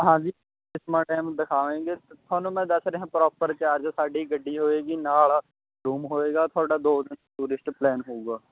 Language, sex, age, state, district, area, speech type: Punjabi, male, 18-30, Punjab, Mohali, rural, conversation